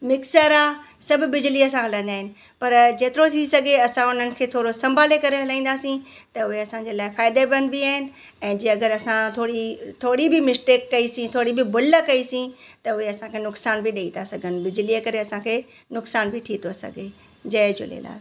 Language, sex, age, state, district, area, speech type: Sindhi, female, 45-60, Gujarat, Surat, urban, spontaneous